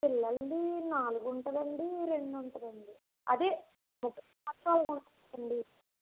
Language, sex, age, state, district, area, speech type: Telugu, female, 30-45, Andhra Pradesh, East Godavari, rural, conversation